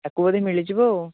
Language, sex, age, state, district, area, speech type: Odia, male, 18-30, Odisha, Jagatsinghpur, rural, conversation